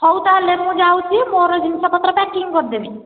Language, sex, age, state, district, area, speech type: Odia, female, 18-30, Odisha, Nayagarh, rural, conversation